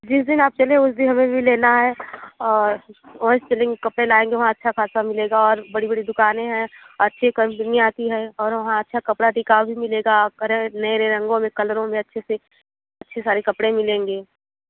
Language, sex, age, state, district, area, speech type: Hindi, female, 30-45, Uttar Pradesh, Mirzapur, rural, conversation